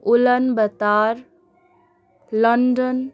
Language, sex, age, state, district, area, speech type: Bengali, female, 18-30, West Bengal, Howrah, urban, spontaneous